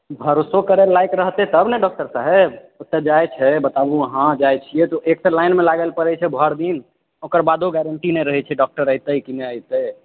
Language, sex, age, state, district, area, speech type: Maithili, male, 18-30, Bihar, Purnia, rural, conversation